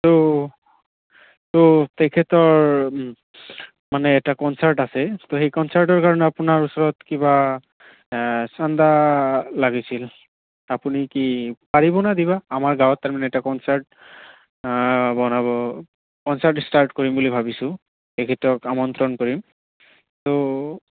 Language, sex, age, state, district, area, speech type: Assamese, male, 18-30, Assam, Barpeta, rural, conversation